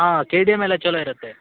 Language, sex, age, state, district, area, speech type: Kannada, male, 18-30, Karnataka, Uttara Kannada, rural, conversation